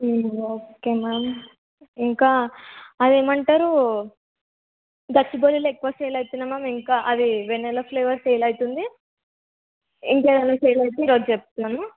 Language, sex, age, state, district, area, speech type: Telugu, female, 18-30, Telangana, Suryapet, urban, conversation